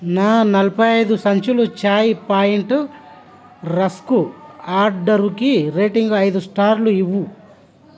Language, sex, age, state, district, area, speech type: Telugu, male, 30-45, Telangana, Hyderabad, rural, read